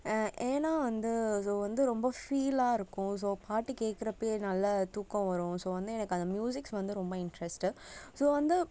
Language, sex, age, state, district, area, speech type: Tamil, female, 18-30, Tamil Nadu, Nagapattinam, rural, spontaneous